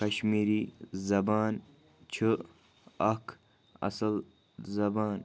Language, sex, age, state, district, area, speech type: Kashmiri, male, 18-30, Jammu and Kashmir, Bandipora, rural, spontaneous